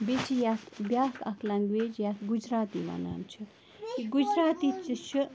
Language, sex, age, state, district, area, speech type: Kashmiri, female, 18-30, Jammu and Kashmir, Bandipora, rural, spontaneous